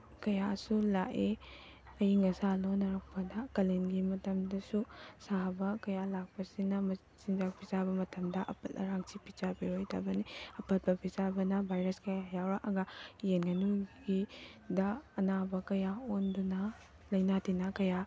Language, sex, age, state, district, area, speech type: Manipuri, female, 18-30, Manipur, Tengnoupal, rural, spontaneous